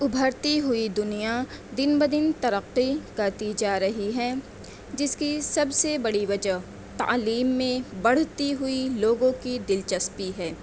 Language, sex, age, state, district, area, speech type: Urdu, female, 18-30, Uttar Pradesh, Mau, urban, spontaneous